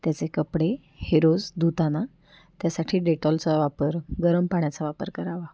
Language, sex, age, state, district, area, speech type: Marathi, female, 30-45, Maharashtra, Pune, urban, spontaneous